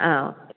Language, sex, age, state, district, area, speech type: Malayalam, female, 18-30, Kerala, Kannur, rural, conversation